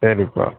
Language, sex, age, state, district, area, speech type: Tamil, male, 45-60, Tamil Nadu, Pudukkottai, rural, conversation